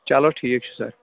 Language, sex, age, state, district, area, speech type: Kashmiri, male, 18-30, Jammu and Kashmir, Kulgam, rural, conversation